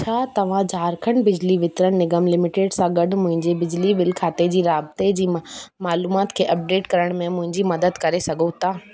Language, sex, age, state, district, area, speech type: Sindhi, female, 18-30, Rajasthan, Ajmer, urban, read